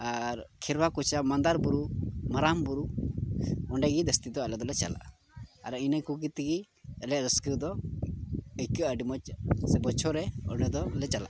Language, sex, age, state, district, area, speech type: Santali, male, 18-30, Jharkhand, Pakur, rural, spontaneous